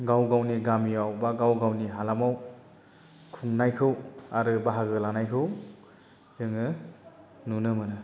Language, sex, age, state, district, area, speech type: Bodo, male, 30-45, Assam, Chirang, rural, spontaneous